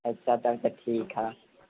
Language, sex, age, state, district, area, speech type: Maithili, male, 18-30, Bihar, Purnia, rural, conversation